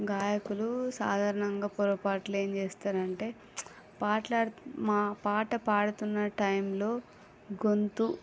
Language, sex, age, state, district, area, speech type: Telugu, female, 18-30, Andhra Pradesh, Srikakulam, urban, spontaneous